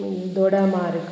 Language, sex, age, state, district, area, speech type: Goan Konkani, female, 45-60, Goa, Murmgao, urban, spontaneous